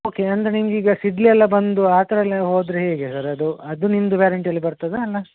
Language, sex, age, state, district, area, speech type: Kannada, male, 30-45, Karnataka, Dakshina Kannada, rural, conversation